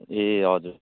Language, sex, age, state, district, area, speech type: Nepali, male, 18-30, West Bengal, Darjeeling, rural, conversation